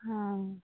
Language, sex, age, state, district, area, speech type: Odia, female, 18-30, Odisha, Jagatsinghpur, rural, conversation